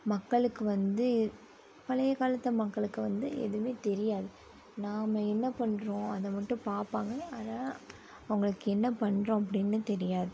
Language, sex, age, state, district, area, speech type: Tamil, female, 18-30, Tamil Nadu, Coimbatore, rural, spontaneous